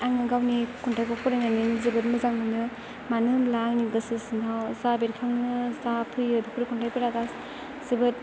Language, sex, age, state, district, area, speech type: Bodo, female, 18-30, Assam, Chirang, urban, spontaneous